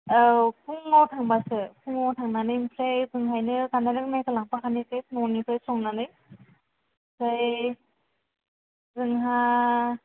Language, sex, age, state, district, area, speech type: Bodo, female, 18-30, Assam, Kokrajhar, rural, conversation